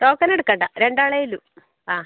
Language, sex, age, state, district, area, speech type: Malayalam, female, 30-45, Kerala, Kasaragod, rural, conversation